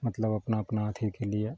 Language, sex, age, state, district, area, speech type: Maithili, male, 45-60, Bihar, Madhepura, rural, spontaneous